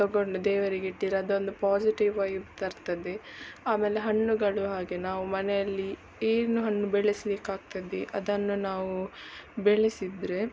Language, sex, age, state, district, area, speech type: Kannada, female, 18-30, Karnataka, Udupi, rural, spontaneous